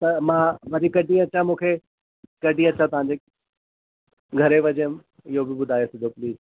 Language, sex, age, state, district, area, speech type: Sindhi, male, 30-45, Delhi, South Delhi, urban, conversation